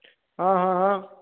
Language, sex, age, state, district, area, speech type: Gujarati, male, 18-30, Gujarat, Junagadh, urban, conversation